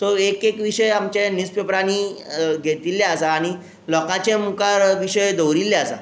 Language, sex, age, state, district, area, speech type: Goan Konkani, male, 18-30, Goa, Tiswadi, rural, spontaneous